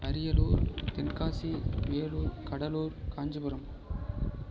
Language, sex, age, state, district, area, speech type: Tamil, male, 18-30, Tamil Nadu, Mayiladuthurai, urban, spontaneous